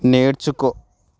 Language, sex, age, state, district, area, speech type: Telugu, male, 18-30, Telangana, Nalgonda, urban, read